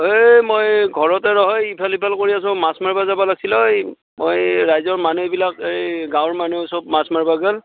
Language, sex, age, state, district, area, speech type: Assamese, male, 45-60, Assam, Darrang, rural, conversation